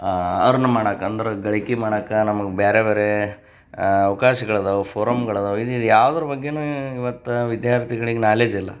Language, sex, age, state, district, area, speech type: Kannada, male, 30-45, Karnataka, Koppal, rural, spontaneous